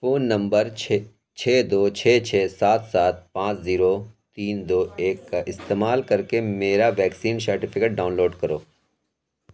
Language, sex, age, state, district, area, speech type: Urdu, male, 45-60, Uttar Pradesh, Lucknow, rural, read